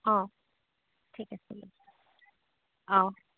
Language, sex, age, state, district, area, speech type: Assamese, female, 30-45, Assam, Jorhat, urban, conversation